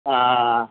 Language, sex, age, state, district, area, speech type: Tamil, male, 30-45, Tamil Nadu, Thanjavur, rural, conversation